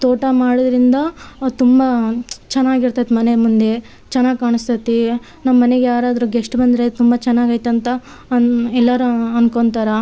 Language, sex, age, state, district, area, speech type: Kannada, female, 30-45, Karnataka, Vijayanagara, rural, spontaneous